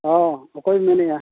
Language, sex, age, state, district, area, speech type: Santali, male, 60+, Odisha, Mayurbhanj, rural, conversation